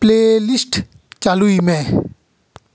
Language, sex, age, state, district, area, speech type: Santali, male, 30-45, West Bengal, Bankura, rural, read